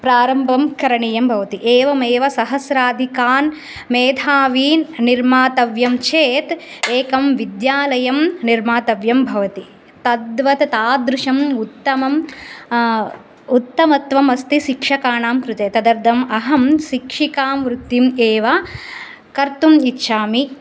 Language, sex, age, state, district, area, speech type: Sanskrit, female, 30-45, Andhra Pradesh, Visakhapatnam, urban, spontaneous